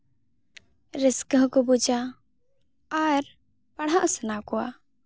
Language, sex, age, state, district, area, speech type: Santali, female, 18-30, West Bengal, Jhargram, rural, spontaneous